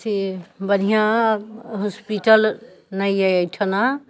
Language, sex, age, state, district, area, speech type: Maithili, female, 45-60, Bihar, Muzaffarpur, rural, spontaneous